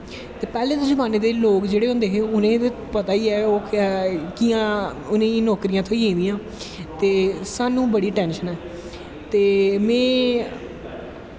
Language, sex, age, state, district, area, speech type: Dogri, male, 18-30, Jammu and Kashmir, Jammu, urban, spontaneous